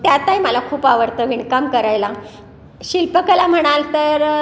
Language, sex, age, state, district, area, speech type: Marathi, female, 60+, Maharashtra, Pune, urban, spontaneous